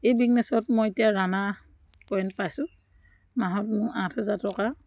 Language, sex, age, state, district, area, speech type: Assamese, female, 60+, Assam, Dibrugarh, rural, spontaneous